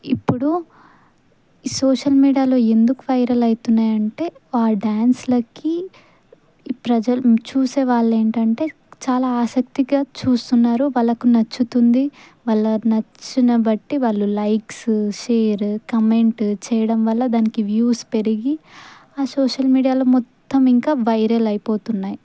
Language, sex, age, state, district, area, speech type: Telugu, female, 18-30, Telangana, Sangareddy, rural, spontaneous